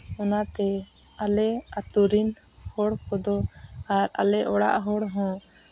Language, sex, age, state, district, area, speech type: Santali, female, 18-30, Jharkhand, Seraikela Kharsawan, rural, spontaneous